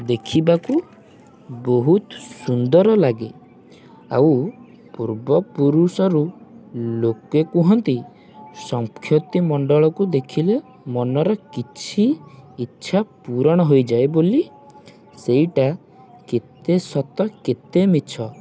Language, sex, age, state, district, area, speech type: Odia, male, 18-30, Odisha, Kendujhar, urban, spontaneous